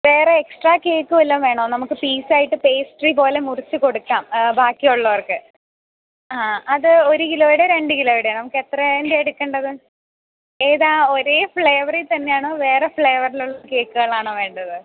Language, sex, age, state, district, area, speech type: Malayalam, female, 18-30, Kerala, Idukki, rural, conversation